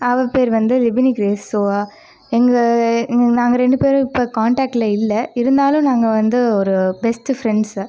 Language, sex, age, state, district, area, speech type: Tamil, female, 30-45, Tamil Nadu, Ariyalur, rural, spontaneous